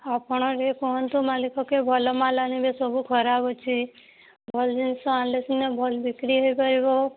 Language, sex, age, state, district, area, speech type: Odia, female, 30-45, Odisha, Boudh, rural, conversation